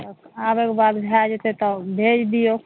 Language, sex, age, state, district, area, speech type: Maithili, female, 60+, Bihar, Madhepura, rural, conversation